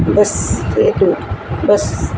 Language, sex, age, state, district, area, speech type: Gujarati, male, 60+, Gujarat, Rajkot, urban, spontaneous